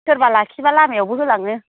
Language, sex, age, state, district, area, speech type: Bodo, female, 30-45, Assam, Baksa, rural, conversation